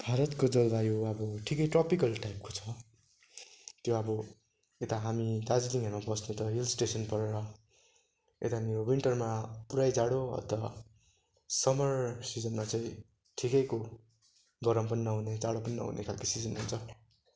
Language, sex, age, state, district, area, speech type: Nepali, male, 18-30, West Bengal, Darjeeling, rural, spontaneous